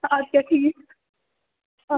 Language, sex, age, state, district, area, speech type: Kashmiri, female, 18-30, Jammu and Kashmir, Bandipora, rural, conversation